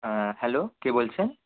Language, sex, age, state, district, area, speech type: Bengali, male, 18-30, West Bengal, Kolkata, urban, conversation